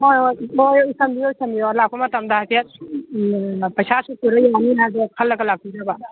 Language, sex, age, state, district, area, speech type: Manipuri, female, 60+, Manipur, Imphal East, rural, conversation